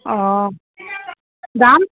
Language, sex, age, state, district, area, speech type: Assamese, female, 45-60, Assam, Golaghat, rural, conversation